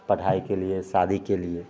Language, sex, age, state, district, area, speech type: Maithili, male, 30-45, Bihar, Begusarai, urban, spontaneous